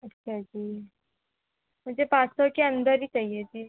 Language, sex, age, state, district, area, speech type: Hindi, female, 18-30, Madhya Pradesh, Balaghat, rural, conversation